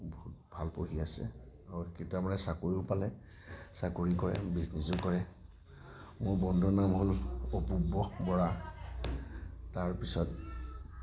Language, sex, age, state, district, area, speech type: Assamese, male, 30-45, Assam, Nagaon, rural, spontaneous